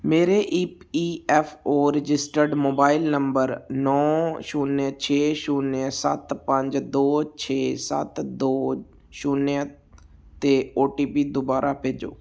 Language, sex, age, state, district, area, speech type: Punjabi, male, 18-30, Punjab, Gurdaspur, urban, read